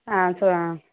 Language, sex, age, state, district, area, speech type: Tamil, female, 18-30, Tamil Nadu, Kallakurichi, rural, conversation